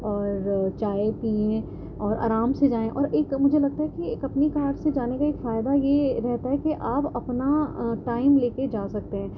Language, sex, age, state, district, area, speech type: Urdu, female, 30-45, Delhi, North East Delhi, urban, spontaneous